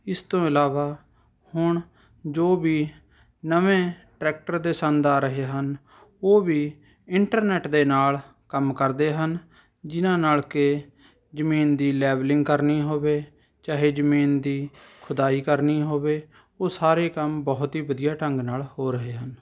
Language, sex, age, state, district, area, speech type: Punjabi, male, 30-45, Punjab, Rupnagar, urban, spontaneous